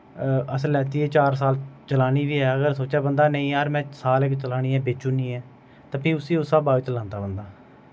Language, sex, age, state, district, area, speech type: Dogri, male, 30-45, Jammu and Kashmir, Udhampur, rural, spontaneous